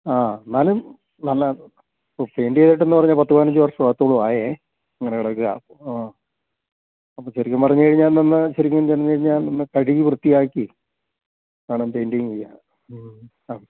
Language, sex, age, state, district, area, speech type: Malayalam, male, 60+, Kerala, Idukki, rural, conversation